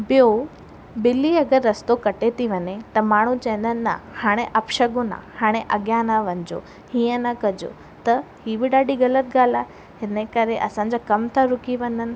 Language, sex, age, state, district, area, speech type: Sindhi, female, 18-30, Rajasthan, Ajmer, urban, spontaneous